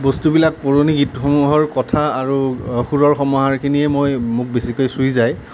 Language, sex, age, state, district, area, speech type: Assamese, male, 30-45, Assam, Nalbari, rural, spontaneous